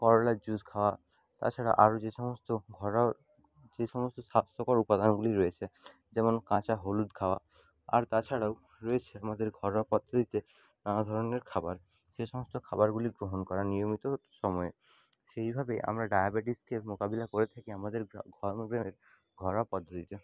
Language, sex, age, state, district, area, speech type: Bengali, male, 60+, West Bengal, Jhargram, rural, spontaneous